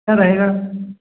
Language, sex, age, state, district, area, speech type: Hindi, male, 60+, Madhya Pradesh, Gwalior, rural, conversation